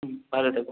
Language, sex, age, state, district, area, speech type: Bengali, male, 18-30, West Bengal, Purulia, urban, conversation